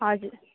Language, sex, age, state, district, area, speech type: Nepali, female, 30-45, West Bengal, Alipurduar, rural, conversation